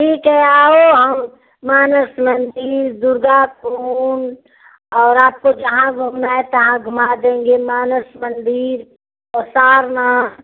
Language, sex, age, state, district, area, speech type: Hindi, female, 45-60, Uttar Pradesh, Ghazipur, rural, conversation